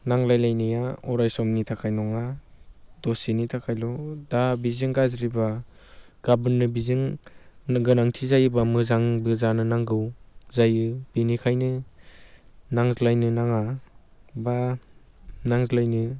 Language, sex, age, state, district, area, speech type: Bodo, male, 18-30, Assam, Baksa, rural, spontaneous